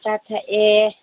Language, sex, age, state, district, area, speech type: Manipuri, female, 30-45, Manipur, Kangpokpi, urban, conversation